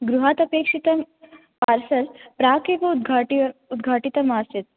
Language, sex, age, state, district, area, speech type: Sanskrit, female, 18-30, Maharashtra, Sangli, rural, conversation